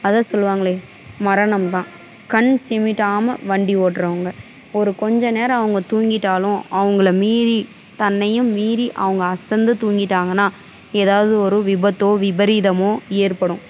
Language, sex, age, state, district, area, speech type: Tamil, female, 30-45, Tamil Nadu, Dharmapuri, rural, spontaneous